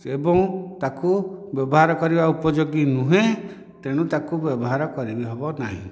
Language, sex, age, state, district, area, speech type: Odia, male, 60+, Odisha, Dhenkanal, rural, spontaneous